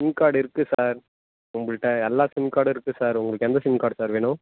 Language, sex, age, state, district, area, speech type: Tamil, male, 18-30, Tamil Nadu, Perambalur, rural, conversation